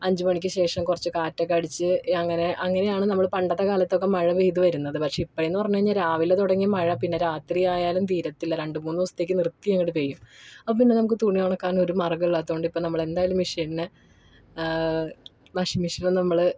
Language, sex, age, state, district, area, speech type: Malayalam, female, 30-45, Kerala, Ernakulam, rural, spontaneous